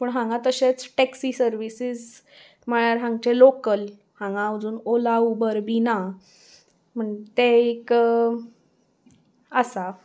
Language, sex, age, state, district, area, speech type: Goan Konkani, female, 18-30, Goa, Salcete, urban, spontaneous